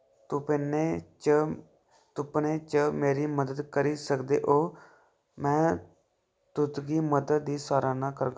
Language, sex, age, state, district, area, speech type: Dogri, male, 18-30, Jammu and Kashmir, Kathua, rural, read